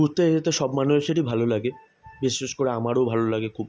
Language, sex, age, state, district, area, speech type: Bengali, male, 18-30, West Bengal, South 24 Parganas, urban, spontaneous